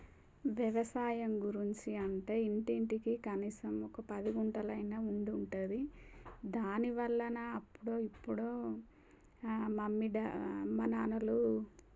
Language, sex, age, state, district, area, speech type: Telugu, female, 30-45, Telangana, Warangal, rural, spontaneous